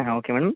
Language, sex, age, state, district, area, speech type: Kannada, male, 18-30, Karnataka, Uttara Kannada, rural, conversation